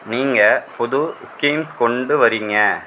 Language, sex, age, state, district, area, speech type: Tamil, male, 45-60, Tamil Nadu, Mayiladuthurai, rural, read